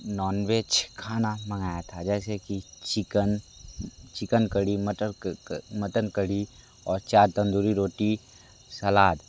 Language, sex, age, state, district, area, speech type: Hindi, male, 60+, Uttar Pradesh, Sonbhadra, rural, spontaneous